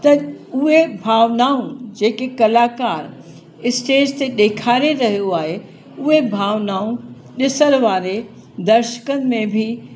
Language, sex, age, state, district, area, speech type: Sindhi, female, 60+, Uttar Pradesh, Lucknow, urban, spontaneous